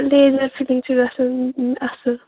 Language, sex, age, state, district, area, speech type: Kashmiri, female, 18-30, Jammu and Kashmir, Kulgam, rural, conversation